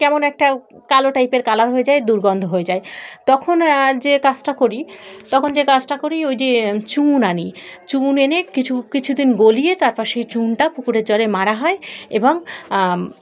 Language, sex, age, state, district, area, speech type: Bengali, female, 18-30, West Bengal, Dakshin Dinajpur, urban, spontaneous